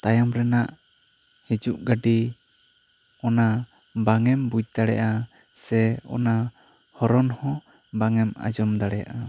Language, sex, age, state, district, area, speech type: Santali, male, 18-30, West Bengal, Bankura, rural, spontaneous